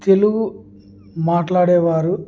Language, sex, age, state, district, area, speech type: Telugu, male, 18-30, Andhra Pradesh, Kurnool, urban, spontaneous